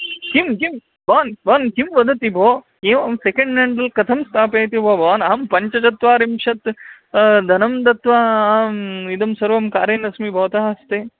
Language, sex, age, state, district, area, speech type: Sanskrit, male, 18-30, Karnataka, Bangalore Rural, rural, conversation